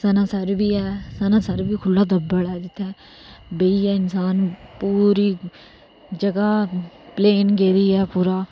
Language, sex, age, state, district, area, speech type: Dogri, female, 30-45, Jammu and Kashmir, Reasi, rural, spontaneous